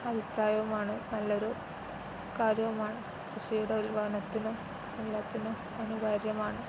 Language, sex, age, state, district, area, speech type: Malayalam, female, 18-30, Kerala, Kozhikode, rural, spontaneous